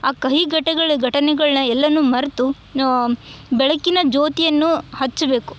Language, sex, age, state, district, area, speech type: Kannada, female, 18-30, Karnataka, Yadgir, urban, spontaneous